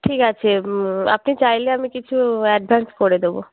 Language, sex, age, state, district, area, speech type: Bengali, female, 18-30, West Bengal, Uttar Dinajpur, urban, conversation